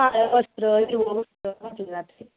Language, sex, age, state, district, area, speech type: Marathi, female, 30-45, Maharashtra, Kolhapur, rural, conversation